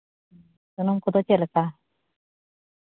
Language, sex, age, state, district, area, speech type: Santali, female, 30-45, Jharkhand, East Singhbhum, rural, conversation